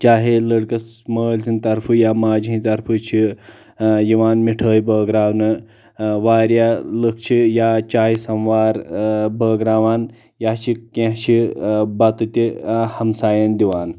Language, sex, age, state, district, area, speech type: Kashmiri, male, 30-45, Jammu and Kashmir, Shopian, rural, spontaneous